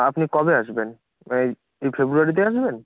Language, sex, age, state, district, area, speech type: Bengali, male, 30-45, West Bengal, Jalpaiguri, rural, conversation